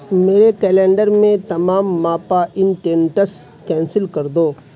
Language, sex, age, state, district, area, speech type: Urdu, male, 45-60, Bihar, Khagaria, urban, read